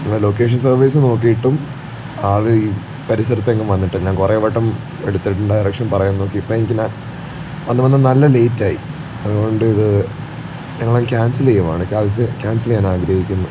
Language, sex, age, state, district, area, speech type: Malayalam, male, 18-30, Kerala, Kottayam, rural, spontaneous